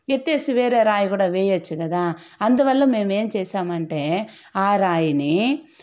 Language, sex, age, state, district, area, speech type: Telugu, female, 45-60, Andhra Pradesh, Sri Balaji, rural, spontaneous